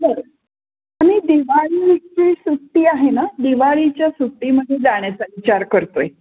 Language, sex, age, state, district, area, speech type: Marathi, female, 60+, Maharashtra, Pune, urban, conversation